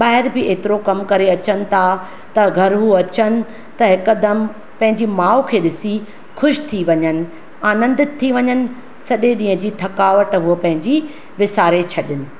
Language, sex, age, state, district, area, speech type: Sindhi, female, 45-60, Maharashtra, Thane, urban, spontaneous